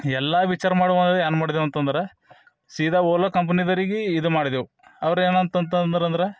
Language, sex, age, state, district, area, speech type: Kannada, male, 30-45, Karnataka, Bidar, urban, spontaneous